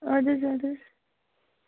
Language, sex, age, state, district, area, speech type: Kashmiri, female, 30-45, Jammu and Kashmir, Baramulla, rural, conversation